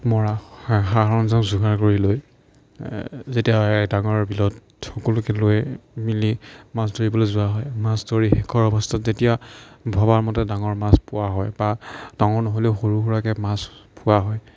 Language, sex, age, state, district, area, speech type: Assamese, male, 45-60, Assam, Morigaon, rural, spontaneous